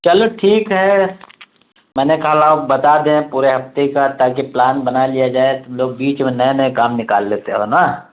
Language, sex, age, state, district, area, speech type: Urdu, male, 30-45, Delhi, New Delhi, urban, conversation